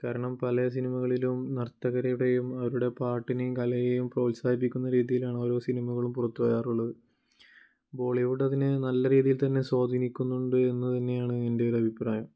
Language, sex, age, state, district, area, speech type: Malayalam, male, 18-30, Kerala, Wayanad, rural, spontaneous